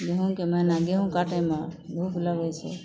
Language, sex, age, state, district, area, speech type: Maithili, female, 45-60, Bihar, Madhepura, rural, spontaneous